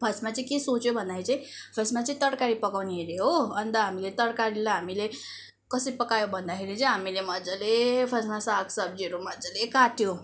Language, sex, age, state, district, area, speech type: Nepali, female, 18-30, West Bengal, Darjeeling, rural, spontaneous